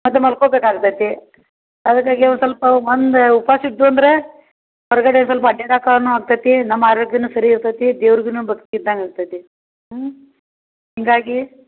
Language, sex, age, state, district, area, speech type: Kannada, female, 60+, Karnataka, Belgaum, urban, conversation